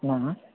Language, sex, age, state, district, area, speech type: Maithili, male, 18-30, Bihar, Supaul, rural, conversation